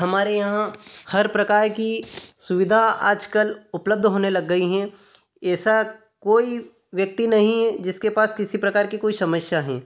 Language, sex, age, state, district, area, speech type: Hindi, male, 30-45, Madhya Pradesh, Ujjain, rural, spontaneous